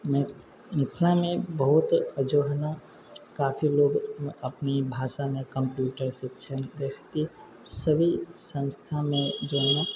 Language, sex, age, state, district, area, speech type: Maithili, male, 18-30, Bihar, Sitamarhi, urban, spontaneous